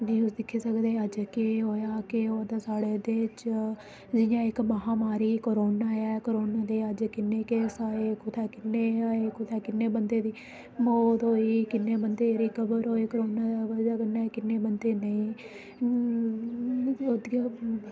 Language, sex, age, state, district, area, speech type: Dogri, female, 18-30, Jammu and Kashmir, Udhampur, rural, spontaneous